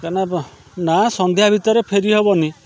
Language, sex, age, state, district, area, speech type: Odia, male, 45-60, Odisha, Kendrapara, urban, spontaneous